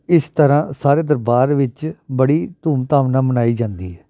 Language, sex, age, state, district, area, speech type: Punjabi, male, 30-45, Punjab, Amritsar, urban, spontaneous